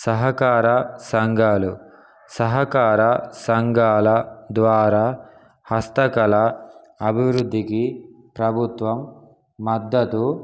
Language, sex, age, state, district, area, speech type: Telugu, male, 18-30, Telangana, Peddapalli, urban, spontaneous